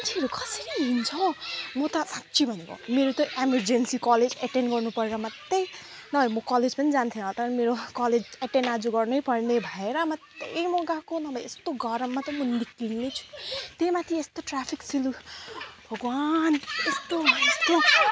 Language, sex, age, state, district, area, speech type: Nepali, female, 30-45, West Bengal, Alipurduar, urban, spontaneous